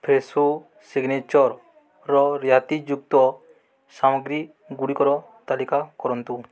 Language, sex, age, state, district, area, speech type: Odia, male, 18-30, Odisha, Balangir, urban, read